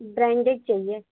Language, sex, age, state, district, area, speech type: Urdu, female, 18-30, Delhi, North West Delhi, urban, conversation